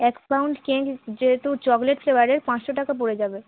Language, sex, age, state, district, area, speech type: Bengali, female, 18-30, West Bengal, North 24 Parganas, urban, conversation